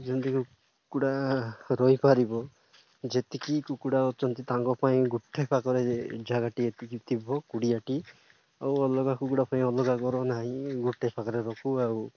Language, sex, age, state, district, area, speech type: Odia, male, 30-45, Odisha, Nabarangpur, urban, spontaneous